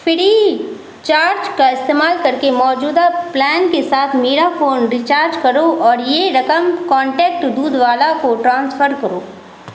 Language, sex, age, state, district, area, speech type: Urdu, female, 30-45, Bihar, Supaul, rural, read